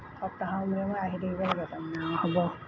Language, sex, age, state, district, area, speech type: Assamese, female, 60+, Assam, Golaghat, urban, spontaneous